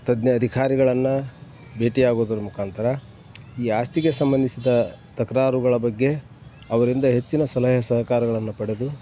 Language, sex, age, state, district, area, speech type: Kannada, male, 45-60, Karnataka, Koppal, rural, spontaneous